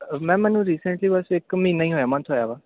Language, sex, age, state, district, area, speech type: Punjabi, male, 18-30, Punjab, Ludhiana, urban, conversation